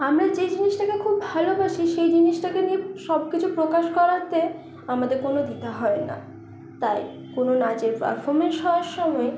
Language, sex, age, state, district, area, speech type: Bengali, female, 30-45, West Bengal, Paschim Bardhaman, urban, spontaneous